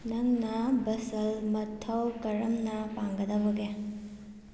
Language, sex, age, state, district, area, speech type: Manipuri, female, 18-30, Manipur, Kakching, rural, read